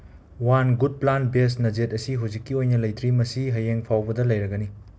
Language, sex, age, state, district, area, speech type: Manipuri, male, 30-45, Manipur, Imphal West, urban, read